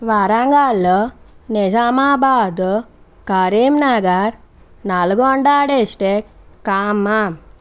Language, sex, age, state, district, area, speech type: Telugu, female, 60+, Andhra Pradesh, Chittoor, urban, spontaneous